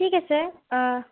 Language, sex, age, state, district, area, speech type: Assamese, female, 30-45, Assam, Morigaon, rural, conversation